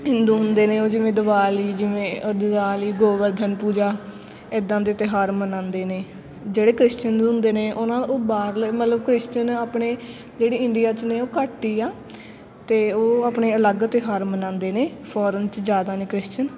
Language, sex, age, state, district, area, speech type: Punjabi, female, 18-30, Punjab, Fatehgarh Sahib, rural, spontaneous